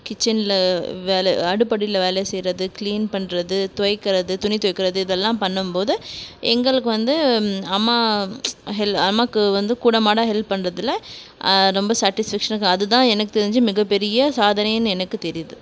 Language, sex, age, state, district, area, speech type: Tamil, female, 45-60, Tamil Nadu, Krishnagiri, rural, spontaneous